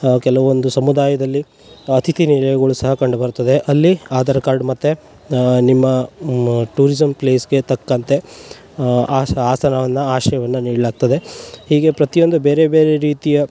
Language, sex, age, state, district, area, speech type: Kannada, male, 18-30, Karnataka, Uttara Kannada, rural, spontaneous